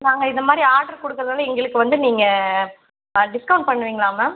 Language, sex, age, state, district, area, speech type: Tamil, female, 45-60, Tamil Nadu, Cuddalore, rural, conversation